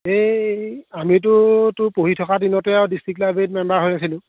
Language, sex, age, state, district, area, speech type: Assamese, male, 30-45, Assam, Golaghat, urban, conversation